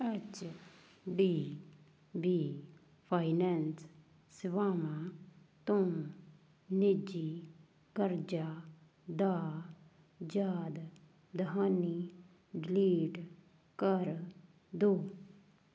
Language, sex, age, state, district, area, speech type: Punjabi, female, 18-30, Punjab, Fazilka, rural, read